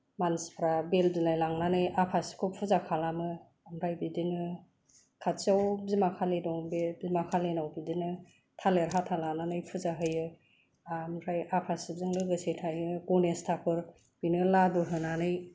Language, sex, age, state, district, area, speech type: Bodo, female, 45-60, Assam, Kokrajhar, rural, spontaneous